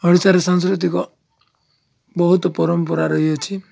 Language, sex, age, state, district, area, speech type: Odia, male, 45-60, Odisha, Koraput, urban, spontaneous